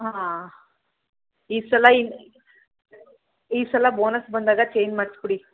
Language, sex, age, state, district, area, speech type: Kannada, female, 18-30, Karnataka, Mandya, urban, conversation